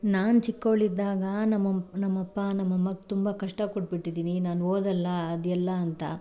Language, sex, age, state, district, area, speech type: Kannada, female, 30-45, Karnataka, Bangalore Rural, rural, spontaneous